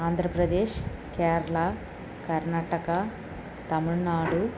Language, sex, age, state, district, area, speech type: Telugu, female, 18-30, Andhra Pradesh, Sri Balaji, rural, spontaneous